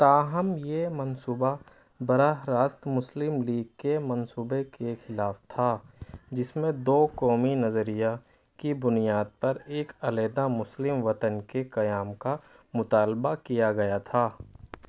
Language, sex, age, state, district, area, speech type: Urdu, male, 18-30, Delhi, South Delhi, urban, read